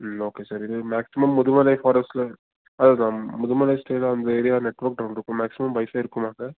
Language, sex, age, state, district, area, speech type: Tamil, male, 18-30, Tamil Nadu, Nilgiris, urban, conversation